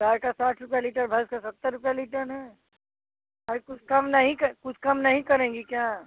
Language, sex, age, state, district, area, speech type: Hindi, female, 60+, Uttar Pradesh, Azamgarh, rural, conversation